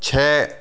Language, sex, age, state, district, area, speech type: Hindi, male, 18-30, Rajasthan, Karauli, rural, read